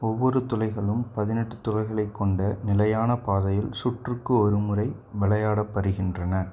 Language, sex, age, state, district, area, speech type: Tamil, male, 18-30, Tamil Nadu, Coimbatore, rural, read